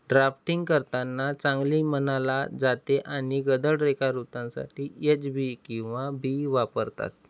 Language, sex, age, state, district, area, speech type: Marathi, male, 18-30, Maharashtra, Nagpur, rural, spontaneous